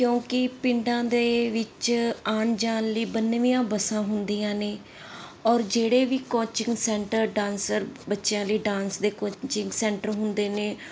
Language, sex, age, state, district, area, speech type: Punjabi, female, 30-45, Punjab, Mansa, urban, spontaneous